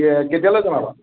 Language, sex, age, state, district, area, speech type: Assamese, male, 30-45, Assam, Nagaon, rural, conversation